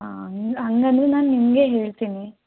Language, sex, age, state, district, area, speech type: Kannada, female, 18-30, Karnataka, Tumkur, urban, conversation